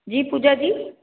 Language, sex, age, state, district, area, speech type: Hindi, female, 60+, Rajasthan, Jodhpur, urban, conversation